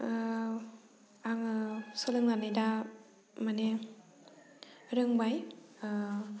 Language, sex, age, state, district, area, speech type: Bodo, female, 18-30, Assam, Udalguri, rural, spontaneous